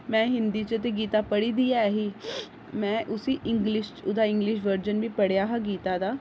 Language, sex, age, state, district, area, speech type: Dogri, female, 30-45, Jammu and Kashmir, Jammu, urban, spontaneous